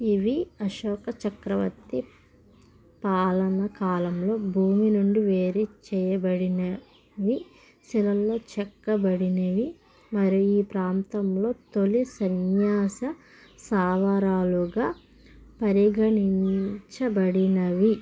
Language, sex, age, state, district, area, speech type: Telugu, female, 30-45, Andhra Pradesh, Krishna, rural, read